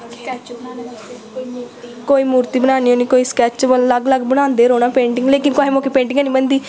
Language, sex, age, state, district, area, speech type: Dogri, female, 18-30, Jammu and Kashmir, Samba, rural, spontaneous